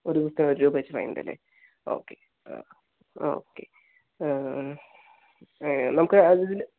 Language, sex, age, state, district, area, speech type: Malayalam, male, 30-45, Kerala, Palakkad, rural, conversation